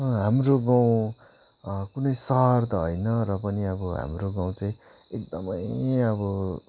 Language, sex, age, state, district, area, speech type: Nepali, male, 30-45, West Bengal, Darjeeling, rural, spontaneous